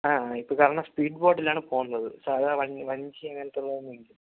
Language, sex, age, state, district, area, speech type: Malayalam, male, 18-30, Kerala, Kollam, rural, conversation